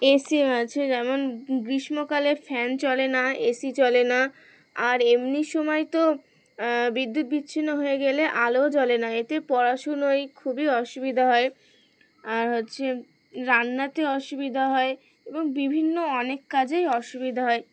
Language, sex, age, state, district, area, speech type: Bengali, female, 18-30, West Bengal, Uttar Dinajpur, urban, spontaneous